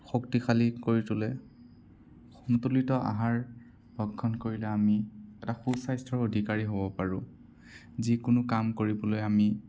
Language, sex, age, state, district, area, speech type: Assamese, male, 18-30, Assam, Sonitpur, rural, spontaneous